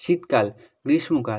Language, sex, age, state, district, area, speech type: Bengali, male, 18-30, West Bengal, South 24 Parganas, rural, spontaneous